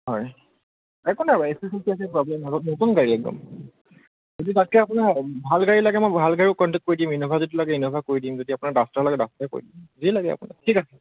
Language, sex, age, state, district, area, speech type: Assamese, male, 30-45, Assam, Morigaon, rural, conversation